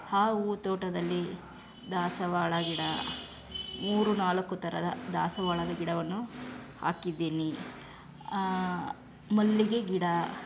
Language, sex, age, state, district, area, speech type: Kannada, female, 30-45, Karnataka, Chamarajanagar, rural, spontaneous